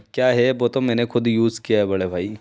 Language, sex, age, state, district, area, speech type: Hindi, male, 18-30, Madhya Pradesh, Bhopal, urban, spontaneous